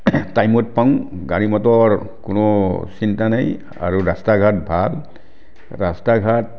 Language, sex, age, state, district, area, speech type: Assamese, male, 60+, Assam, Barpeta, rural, spontaneous